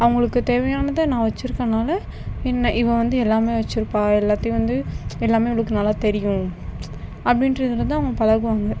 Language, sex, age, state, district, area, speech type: Tamil, female, 30-45, Tamil Nadu, Tiruvarur, rural, spontaneous